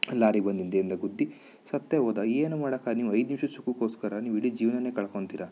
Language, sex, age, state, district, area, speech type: Kannada, male, 30-45, Karnataka, Bidar, rural, spontaneous